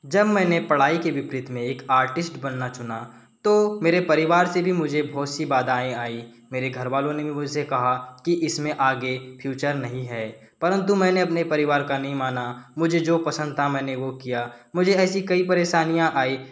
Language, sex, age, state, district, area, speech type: Hindi, male, 18-30, Madhya Pradesh, Balaghat, rural, spontaneous